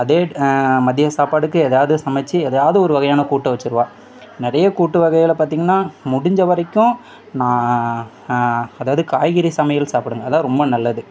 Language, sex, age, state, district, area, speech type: Tamil, male, 30-45, Tamil Nadu, Thoothukudi, urban, spontaneous